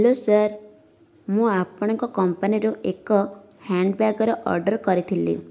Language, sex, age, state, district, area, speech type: Odia, female, 30-45, Odisha, Nayagarh, rural, spontaneous